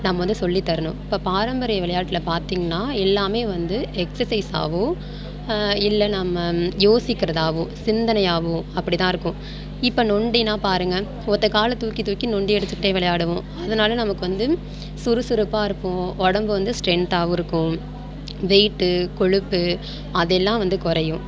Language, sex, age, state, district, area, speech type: Tamil, female, 45-60, Tamil Nadu, Tiruvarur, rural, spontaneous